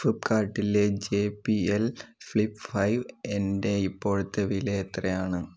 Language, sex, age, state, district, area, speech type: Malayalam, male, 18-30, Kerala, Wayanad, rural, read